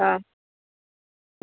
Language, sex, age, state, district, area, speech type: Gujarati, female, 60+, Gujarat, Kheda, rural, conversation